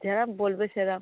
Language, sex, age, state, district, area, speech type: Bengali, male, 60+, West Bengal, Darjeeling, rural, conversation